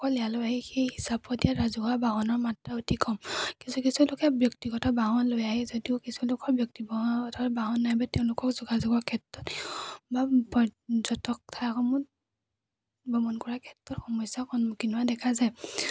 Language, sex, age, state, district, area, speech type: Assamese, female, 18-30, Assam, Majuli, urban, spontaneous